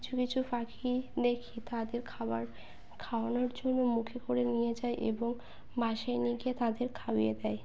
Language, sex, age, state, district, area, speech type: Bengali, female, 18-30, West Bengal, Birbhum, urban, spontaneous